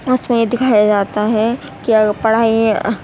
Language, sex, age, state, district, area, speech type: Urdu, female, 18-30, Uttar Pradesh, Gautam Buddha Nagar, rural, spontaneous